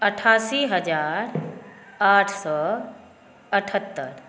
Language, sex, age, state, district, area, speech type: Maithili, female, 45-60, Bihar, Saharsa, urban, spontaneous